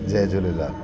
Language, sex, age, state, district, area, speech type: Sindhi, male, 45-60, Delhi, South Delhi, rural, spontaneous